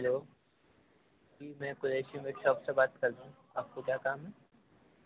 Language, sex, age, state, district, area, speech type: Urdu, male, 18-30, Uttar Pradesh, Ghaziabad, rural, conversation